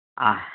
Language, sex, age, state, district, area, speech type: Tamil, male, 30-45, Tamil Nadu, Chengalpattu, rural, conversation